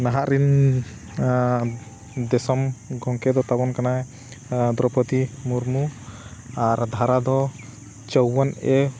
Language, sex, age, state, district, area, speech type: Santali, male, 30-45, Jharkhand, Bokaro, rural, spontaneous